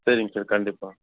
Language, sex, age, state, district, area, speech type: Tamil, male, 60+, Tamil Nadu, Mayiladuthurai, rural, conversation